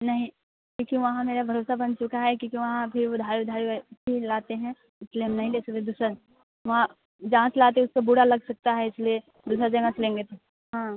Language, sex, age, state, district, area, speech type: Hindi, female, 18-30, Bihar, Muzaffarpur, rural, conversation